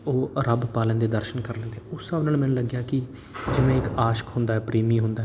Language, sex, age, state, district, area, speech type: Punjabi, male, 18-30, Punjab, Bathinda, urban, spontaneous